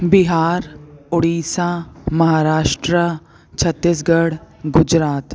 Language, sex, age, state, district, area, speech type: Sindhi, female, 30-45, Delhi, South Delhi, urban, spontaneous